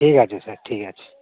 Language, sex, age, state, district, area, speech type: Bengali, male, 45-60, West Bengal, Hooghly, rural, conversation